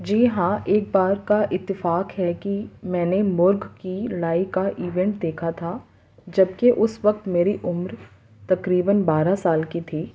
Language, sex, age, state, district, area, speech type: Urdu, female, 18-30, Uttar Pradesh, Ghaziabad, urban, spontaneous